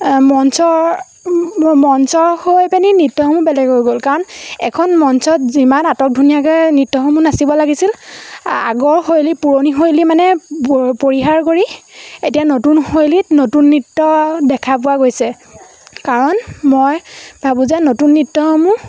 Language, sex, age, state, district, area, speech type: Assamese, female, 18-30, Assam, Lakhimpur, rural, spontaneous